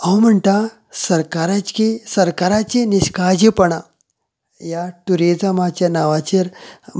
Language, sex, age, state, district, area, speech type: Goan Konkani, male, 30-45, Goa, Canacona, rural, spontaneous